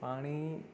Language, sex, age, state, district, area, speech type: Gujarati, male, 30-45, Gujarat, Surat, urban, spontaneous